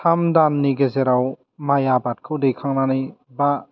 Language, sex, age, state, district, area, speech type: Bodo, male, 30-45, Assam, Udalguri, urban, spontaneous